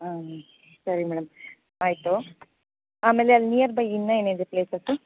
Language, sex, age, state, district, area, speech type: Kannada, female, 30-45, Karnataka, Bangalore Rural, rural, conversation